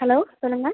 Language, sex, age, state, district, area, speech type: Tamil, female, 18-30, Tamil Nadu, Pudukkottai, rural, conversation